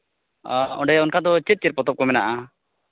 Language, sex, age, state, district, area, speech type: Santali, male, 30-45, Jharkhand, East Singhbhum, rural, conversation